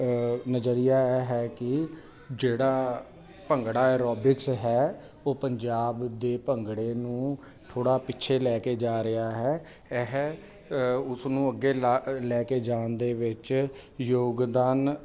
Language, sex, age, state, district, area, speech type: Punjabi, male, 30-45, Punjab, Jalandhar, urban, spontaneous